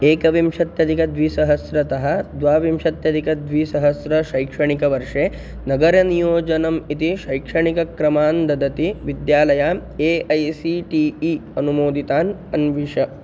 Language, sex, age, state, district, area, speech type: Sanskrit, male, 18-30, Maharashtra, Nagpur, urban, read